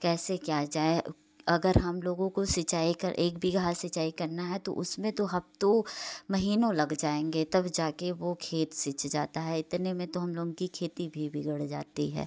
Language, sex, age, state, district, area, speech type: Hindi, female, 30-45, Uttar Pradesh, Prayagraj, urban, spontaneous